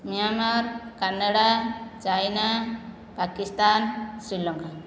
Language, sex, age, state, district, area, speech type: Odia, female, 60+, Odisha, Khordha, rural, spontaneous